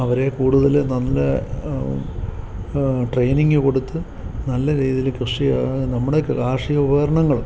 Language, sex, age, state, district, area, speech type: Malayalam, male, 45-60, Kerala, Kottayam, urban, spontaneous